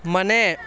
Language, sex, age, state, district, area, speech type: Kannada, male, 18-30, Karnataka, Chamarajanagar, rural, read